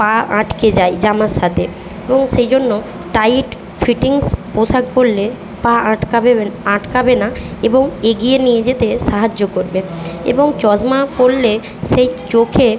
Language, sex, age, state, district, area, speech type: Bengali, female, 45-60, West Bengal, Jhargram, rural, spontaneous